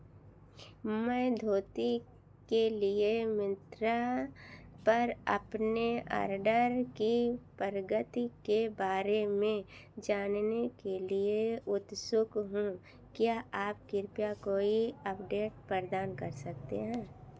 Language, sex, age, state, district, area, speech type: Hindi, female, 60+, Uttar Pradesh, Ayodhya, urban, read